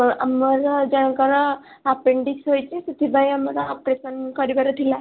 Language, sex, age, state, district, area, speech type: Odia, female, 18-30, Odisha, Kendujhar, urban, conversation